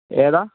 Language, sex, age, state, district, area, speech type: Malayalam, male, 60+, Kerala, Wayanad, rural, conversation